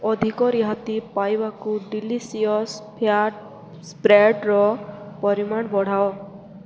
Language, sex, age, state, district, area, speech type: Odia, female, 18-30, Odisha, Balangir, urban, read